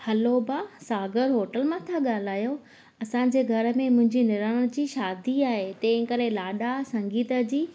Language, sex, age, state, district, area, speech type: Sindhi, female, 30-45, Gujarat, Junagadh, rural, spontaneous